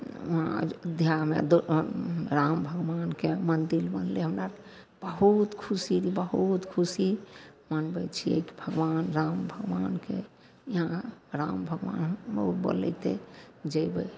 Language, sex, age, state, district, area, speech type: Maithili, female, 60+, Bihar, Madhepura, urban, spontaneous